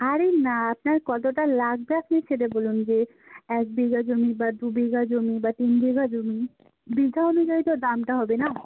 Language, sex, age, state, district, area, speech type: Bengali, female, 45-60, West Bengal, South 24 Parganas, rural, conversation